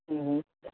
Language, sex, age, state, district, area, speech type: Urdu, male, 18-30, Delhi, East Delhi, urban, conversation